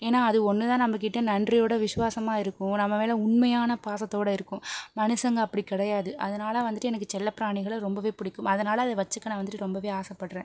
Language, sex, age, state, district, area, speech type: Tamil, female, 30-45, Tamil Nadu, Pudukkottai, rural, spontaneous